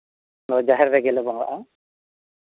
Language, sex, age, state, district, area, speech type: Santali, male, 30-45, West Bengal, Bankura, rural, conversation